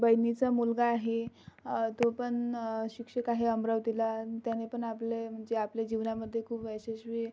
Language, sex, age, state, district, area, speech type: Marathi, female, 45-60, Maharashtra, Amravati, rural, spontaneous